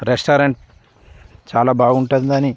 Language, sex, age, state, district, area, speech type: Telugu, male, 45-60, Telangana, Peddapalli, rural, spontaneous